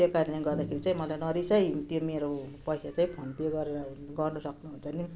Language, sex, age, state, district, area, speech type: Nepali, female, 60+, West Bengal, Darjeeling, rural, spontaneous